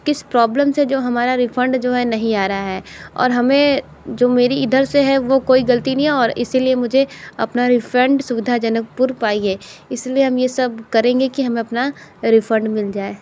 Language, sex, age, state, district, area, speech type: Hindi, female, 18-30, Uttar Pradesh, Sonbhadra, rural, spontaneous